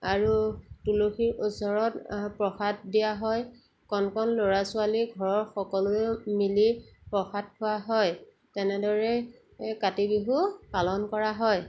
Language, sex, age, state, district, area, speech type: Assamese, female, 30-45, Assam, Jorhat, urban, spontaneous